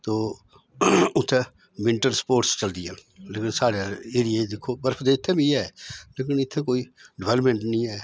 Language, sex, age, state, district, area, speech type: Dogri, male, 60+, Jammu and Kashmir, Udhampur, rural, spontaneous